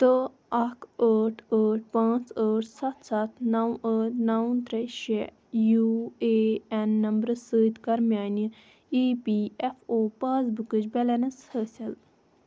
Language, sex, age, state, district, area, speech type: Kashmiri, female, 18-30, Jammu and Kashmir, Bandipora, rural, read